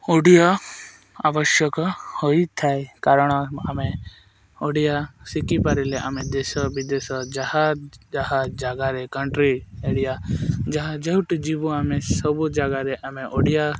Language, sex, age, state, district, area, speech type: Odia, male, 18-30, Odisha, Malkangiri, urban, spontaneous